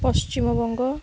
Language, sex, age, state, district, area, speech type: Odia, female, 18-30, Odisha, Jagatsinghpur, rural, spontaneous